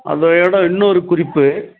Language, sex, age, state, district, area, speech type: Tamil, male, 60+, Tamil Nadu, Dharmapuri, rural, conversation